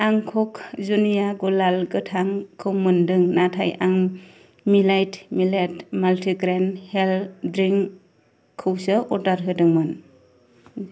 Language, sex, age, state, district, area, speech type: Bodo, female, 30-45, Assam, Kokrajhar, rural, read